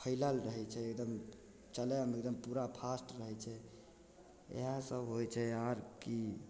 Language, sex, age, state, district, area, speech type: Maithili, male, 18-30, Bihar, Begusarai, rural, spontaneous